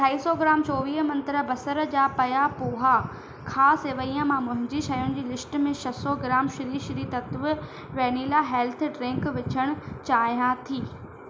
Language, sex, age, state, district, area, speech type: Sindhi, female, 18-30, Madhya Pradesh, Katni, urban, read